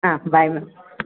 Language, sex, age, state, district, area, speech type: Kannada, female, 18-30, Karnataka, Chamarajanagar, rural, conversation